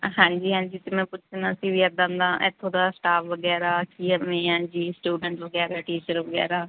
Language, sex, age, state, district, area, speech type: Punjabi, female, 30-45, Punjab, Mansa, urban, conversation